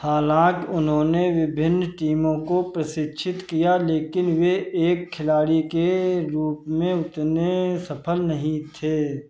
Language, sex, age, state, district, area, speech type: Hindi, male, 60+, Uttar Pradesh, Sitapur, rural, read